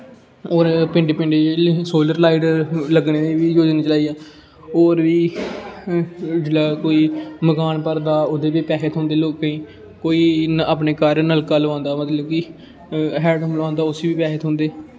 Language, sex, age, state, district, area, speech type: Dogri, male, 18-30, Jammu and Kashmir, Samba, rural, spontaneous